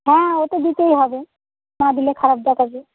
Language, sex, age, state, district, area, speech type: Bengali, female, 45-60, West Bengal, Uttar Dinajpur, urban, conversation